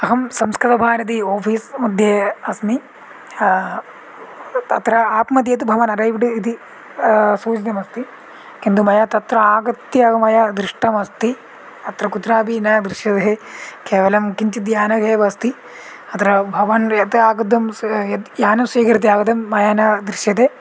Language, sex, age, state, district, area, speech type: Sanskrit, male, 18-30, Kerala, Idukki, urban, spontaneous